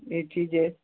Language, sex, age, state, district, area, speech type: Hindi, female, 60+, Uttar Pradesh, Hardoi, rural, conversation